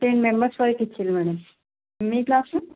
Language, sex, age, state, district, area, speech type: Telugu, female, 18-30, Andhra Pradesh, Srikakulam, urban, conversation